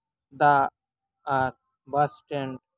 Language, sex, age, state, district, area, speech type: Santali, male, 18-30, West Bengal, Birbhum, rural, spontaneous